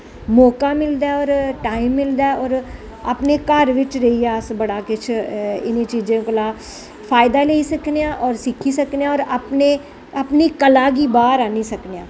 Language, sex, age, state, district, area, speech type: Dogri, female, 45-60, Jammu and Kashmir, Jammu, rural, spontaneous